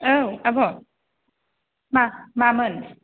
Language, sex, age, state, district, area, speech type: Bodo, female, 30-45, Assam, Kokrajhar, rural, conversation